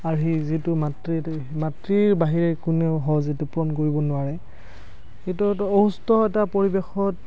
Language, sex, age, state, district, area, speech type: Assamese, male, 18-30, Assam, Barpeta, rural, spontaneous